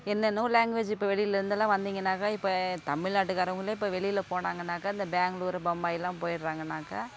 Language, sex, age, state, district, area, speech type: Tamil, female, 45-60, Tamil Nadu, Kallakurichi, urban, spontaneous